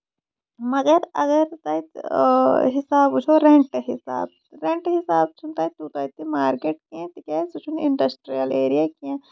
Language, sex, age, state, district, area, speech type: Kashmiri, female, 30-45, Jammu and Kashmir, Shopian, urban, spontaneous